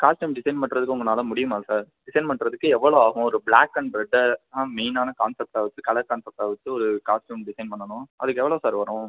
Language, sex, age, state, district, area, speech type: Tamil, male, 18-30, Tamil Nadu, Pudukkottai, rural, conversation